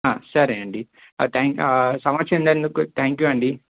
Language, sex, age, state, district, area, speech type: Telugu, male, 30-45, Telangana, Peddapalli, rural, conversation